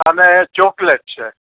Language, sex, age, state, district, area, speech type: Gujarati, male, 60+, Gujarat, Kheda, rural, conversation